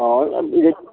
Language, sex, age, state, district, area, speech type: Assamese, male, 60+, Assam, Darrang, rural, conversation